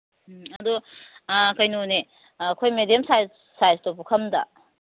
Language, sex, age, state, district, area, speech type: Manipuri, female, 30-45, Manipur, Kangpokpi, urban, conversation